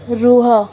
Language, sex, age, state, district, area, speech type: Odia, female, 30-45, Odisha, Sundergarh, urban, read